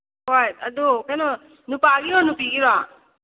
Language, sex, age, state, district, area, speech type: Manipuri, female, 18-30, Manipur, Kakching, rural, conversation